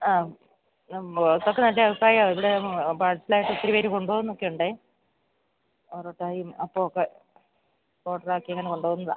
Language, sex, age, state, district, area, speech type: Malayalam, female, 60+, Kerala, Idukki, rural, conversation